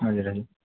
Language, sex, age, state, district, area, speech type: Nepali, male, 30-45, West Bengal, Darjeeling, rural, conversation